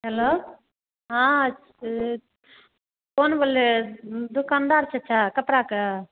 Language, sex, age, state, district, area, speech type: Hindi, female, 60+, Bihar, Madhepura, rural, conversation